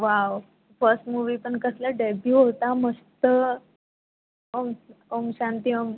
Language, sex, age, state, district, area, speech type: Marathi, female, 18-30, Maharashtra, Pune, rural, conversation